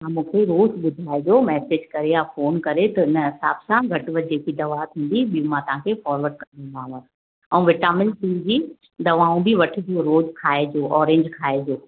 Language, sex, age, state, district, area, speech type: Sindhi, female, 30-45, Gujarat, Ahmedabad, urban, conversation